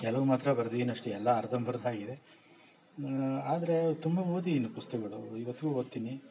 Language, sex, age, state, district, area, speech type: Kannada, male, 60+, Karnataka, Bangalore Urban, rural, spontaneous